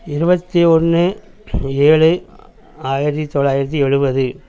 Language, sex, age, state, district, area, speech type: Tamil, male, 45-60, Tamil Nadu, Coimbatore, rural, spontaneous